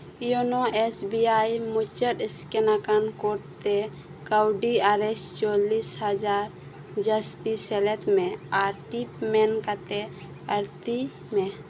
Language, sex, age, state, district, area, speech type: Santali, female, 18-30, West Bengal, Birbhum, rural, read